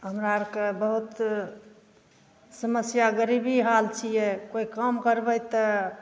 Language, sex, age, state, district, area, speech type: Maithili, female, 45-60, Bihar, Begusarai, rural, spontaneous